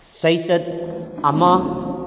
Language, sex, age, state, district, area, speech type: Manipuri, male, 45-60, Manipur, Kakching, rural, spontaneous